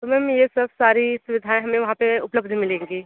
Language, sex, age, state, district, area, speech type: Hindi, female, 30-45, Uttar Pradesh, Sonbhadra, rural, conversation